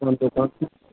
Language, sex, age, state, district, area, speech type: Maithili, male, 60+, Bihar, Begusarai, rural, conversation